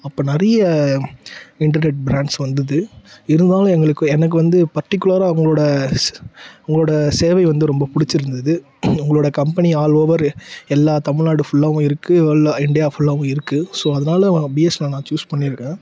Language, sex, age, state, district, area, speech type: Tamil, male, 30-45, Tamil Nadu, Tiruvannamalai, rural, spontaneous